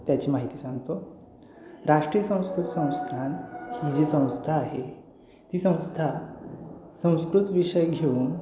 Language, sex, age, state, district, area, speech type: Marathi, male, 30-45, Maharashtra, Satara, urban, spontaneous